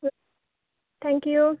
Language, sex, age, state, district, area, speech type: Nepali, female, 30-45, West Bengal, Darjeeling, rural, conversation